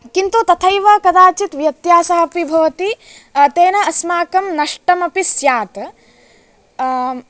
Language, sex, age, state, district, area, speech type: Sanskrit, female, 18-30, Karnataka, Uttara Kannada, rural, spontaneous